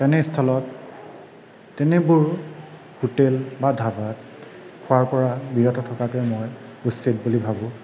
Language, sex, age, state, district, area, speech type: Assamese, male, 30-45, Assam, Nagaon, rural, spontaneous